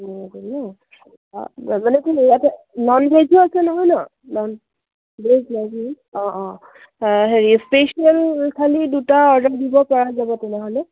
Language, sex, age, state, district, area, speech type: Assamese, female, 45-60, Assam, Dibrugarh, rural, conversation